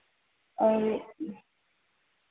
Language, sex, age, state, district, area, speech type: Urdu, female, 18-30, Delhi, North East Delhi, urban, conversation